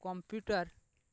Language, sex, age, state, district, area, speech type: Santali, male, 30-45, West Bengal, Paschim Bardhaman, rural, spontaneous